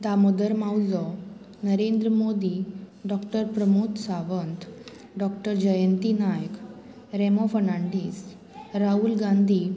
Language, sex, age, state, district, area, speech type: Goan Konkani, female, 18-30, Goa, Murmgao, urban, spontaneous